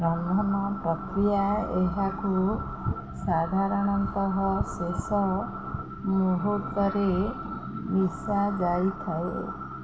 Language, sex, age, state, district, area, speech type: Odia, female, 45-60, Odisha, Sundergarh, urban, read